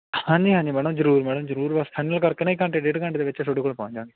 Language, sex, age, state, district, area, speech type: Punjabi, male, 18-30, Punjab, Barnala, rural, conversation